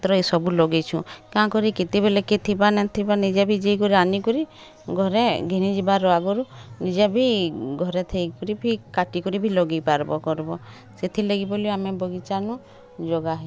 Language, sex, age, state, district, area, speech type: Odia, female, 30-45, Odisha, Bargarh, urban, spontaneous